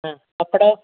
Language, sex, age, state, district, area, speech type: Malayalam, female, 45-60, Kerala, Kottayam, rural, conversation